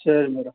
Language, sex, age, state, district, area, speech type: Kannada, male, 45-60, Karnataka, Ramanagara, rural, conversation